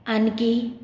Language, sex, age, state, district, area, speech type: Assamese, female, 30-45, Assam, Kamrup Metropolitan, urban, spontaneous